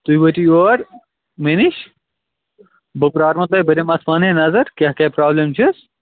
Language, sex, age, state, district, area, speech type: Kashmiri, male, 30-45, Jammu and Kashmir, Kupwara, rural, conversation